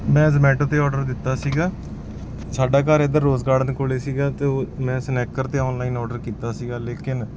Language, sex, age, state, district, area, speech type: Punjabi, male, 45-60, Punjab, Bathinda, urban, spontaneous